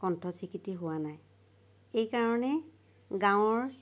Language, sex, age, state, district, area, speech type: Assamese, female, 60+, Assam, Lakhimpur, rural, spontaneous